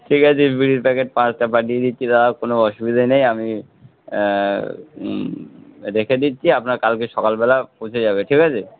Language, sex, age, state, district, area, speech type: Bengali, male, 18-30, West Bengal, Darjeeling, urban, conversation